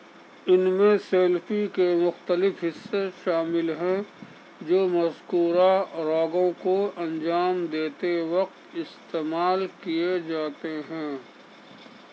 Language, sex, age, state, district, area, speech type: Urdu, male, 30-45, Uttar Pradesh, Gautam Buddha Nagar, rural, read